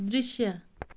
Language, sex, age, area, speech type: Nepali, female, 30-45, rural, read